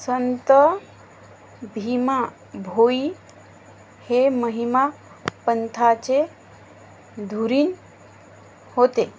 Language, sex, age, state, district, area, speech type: Marathi, female, 30-45, Maharashtra, Washim, urban, read